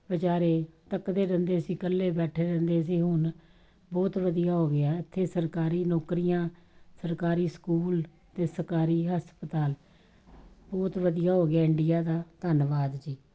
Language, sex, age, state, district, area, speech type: Punjabi, female, 45-60, Punjab, Kapurthala, urban, spontaneous